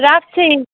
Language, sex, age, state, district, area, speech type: Bengali, female, 30-45, West Bengal, Darjeeling, urban, conversation